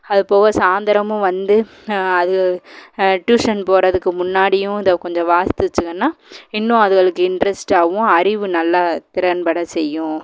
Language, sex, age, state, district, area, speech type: Tamil, female, 18-30, Tamil Nadu, Madurai, urban, spontaneous